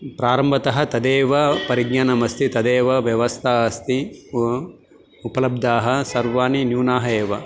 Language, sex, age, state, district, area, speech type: Sanskrit, male, 45-60, Telangana, Karimnagar, urban, spontaneous